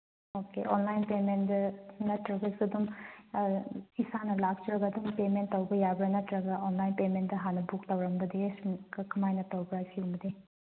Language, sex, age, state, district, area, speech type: Manipuri, female, 30-45, Manipur, Chandel, rural, conversation